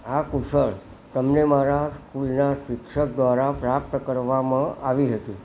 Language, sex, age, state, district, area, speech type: Gujarati, male, 60+, Gujarat, Kheda, rural, spontaneous